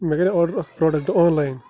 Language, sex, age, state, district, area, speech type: Kashmiri, male, 30-45, Jammu and Kashmir, Bandipora, rural, spontaneous